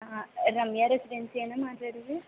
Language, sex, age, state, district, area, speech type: Telugu, female, 30-45, Andhra Pradesh, Kakinada, urban, conversation